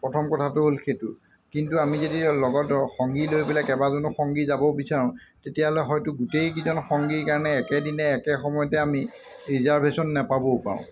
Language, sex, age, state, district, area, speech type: Assamese, male, 45-60, Assam, Golaghat, urban, spontaneous